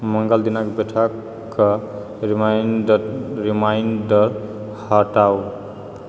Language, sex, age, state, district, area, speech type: Maithili, male, 30-45, Bihar, Purnia, rural, read